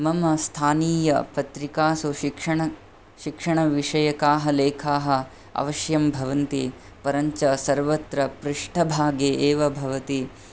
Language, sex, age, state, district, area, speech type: Sanskrit, male, 18-30, Karnataka, Bangalore Urban, rural, spontaneous